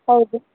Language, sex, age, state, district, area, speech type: Kannada, female, 18-30, Karnataka, Dakshina Kannada, rural, conversation